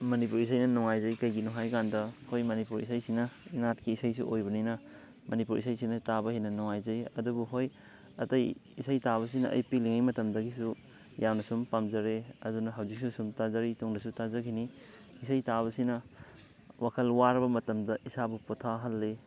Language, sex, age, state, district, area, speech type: Manipuri, male, 18-30, Manipur, Thoubal, rural, spontaneous